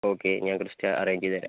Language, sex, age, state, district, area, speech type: Malayalam, male, 60+, Kerala, Wayanad, rural, conversation